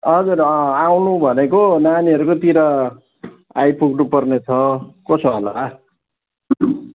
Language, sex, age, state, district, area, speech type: Nepali, male, 60+, West Bengal, Kalimpong, rural, conversation